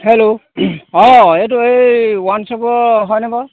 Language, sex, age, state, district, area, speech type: Assamese, male, 30-45, Assam, Golaghat, rural, conversation